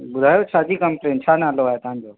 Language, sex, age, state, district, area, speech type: Sindhi, male, 30-45, Uttar Pradesh, Lucknow, urban, conversation